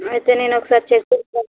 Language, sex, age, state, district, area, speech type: Telugu, female, 18-30, Andhra Pradesh, Visakhapatnam, urban, conversation